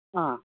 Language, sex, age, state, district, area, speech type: Sanskrit, female, 45-60, Karnataka, Dakshina Kannada, urban, conversation